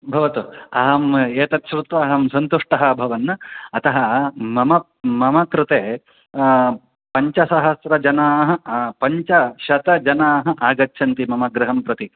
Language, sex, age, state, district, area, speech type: Sanskrit, male, 45-60, Karnataka, Shimoga, rural, conversation